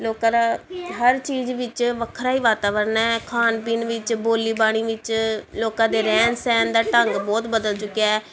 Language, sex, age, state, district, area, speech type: Punjabi, female, 18-30, Punjab, Pathankot, urban, spontaneous